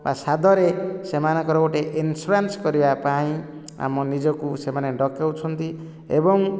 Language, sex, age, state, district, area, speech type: Odia, male, 45-60, Odisha, Nayagarh, rural, spontaneous